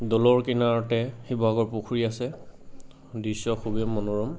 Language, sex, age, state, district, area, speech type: Assamese, male, 18-30, Assam, Sivasagar, rural, spontaneous